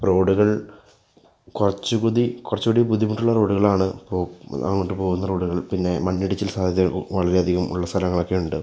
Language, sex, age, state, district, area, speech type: Malayalam, male, 18-30, Kerala, Thrissur, urban, spontaneous